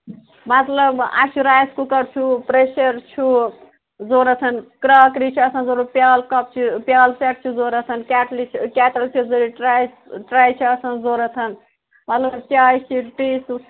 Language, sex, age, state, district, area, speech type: Kashmiri, male, 30-45, Jammu and Kashmir, Srinagar, urban, conversation